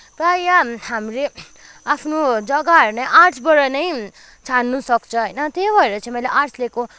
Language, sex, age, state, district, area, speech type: Nepali, female, 18-30, West Bengal, Kalimpong, rural, spontaneous